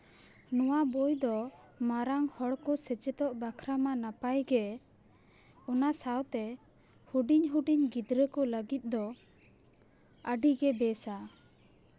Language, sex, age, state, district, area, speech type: Santali, female, 18-30, West Bengal, Paschim Bardhaman, urban, spontaneous